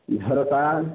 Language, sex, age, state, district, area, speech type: Odia, male, 60+, Odisha, Balangir, urban, conversation